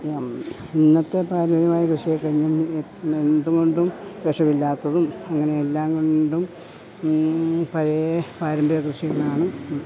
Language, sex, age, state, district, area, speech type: Malayalam, female, 60+, Kerala, Idukki, rural, spontaneous